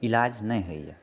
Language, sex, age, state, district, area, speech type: Maithili, male, 30-45, Bihar, Purnia, rural, spontaneous